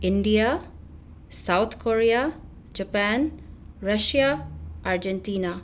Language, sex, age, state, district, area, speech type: Manipuri, female, 30-45, Manipur, Imphal West, urban, spontaneous